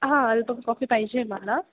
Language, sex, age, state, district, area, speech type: Marathi, female, 18-30, Maharashtra, Ahmednagar, urban, conversation